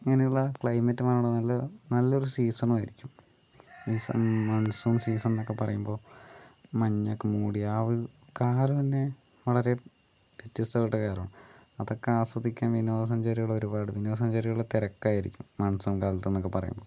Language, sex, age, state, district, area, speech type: Malayalam, male, 45-60, Kerala, Palakkad, urban, spontaneous